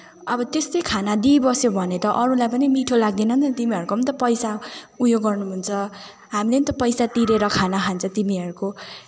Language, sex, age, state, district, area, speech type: Nepali, female, 18-30, West Bengal, Kalimpong, rural, spontaneous